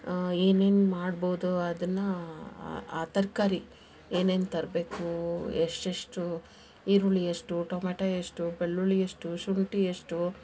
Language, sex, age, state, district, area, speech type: Kannada, female, 30-45, Karnataka, Koppal, rural, spontaneous